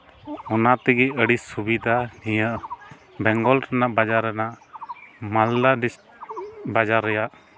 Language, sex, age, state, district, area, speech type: Santali, male, 18-30, West Bengal, Malda, rural, spontaneous